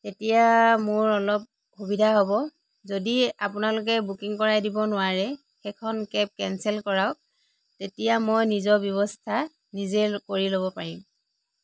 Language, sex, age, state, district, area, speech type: Assamese, female, 30-45, Assam, Lakhimpur, rural, spontaneous